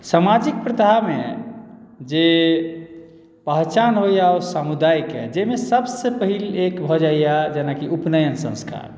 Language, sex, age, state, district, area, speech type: Maithili, male, 30-45, Bihar, Madhubani, rural, spontaneous